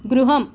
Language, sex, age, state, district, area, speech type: Sanskrit, female, 45-60, Telangana, Hyderabad, urban, read